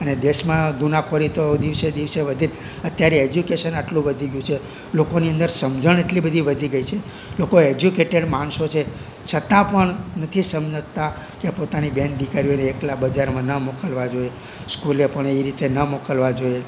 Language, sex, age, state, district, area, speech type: Gujarati, male, 60+, Gujarat, Rajkot, rural, spontaneous